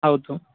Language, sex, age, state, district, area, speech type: Kannada, male, 45-60, Karnataka, Tumkur, rural, conversation